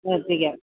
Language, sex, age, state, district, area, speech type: Malayalam, female, 30-45, Kerala, Idukki, rural, conversation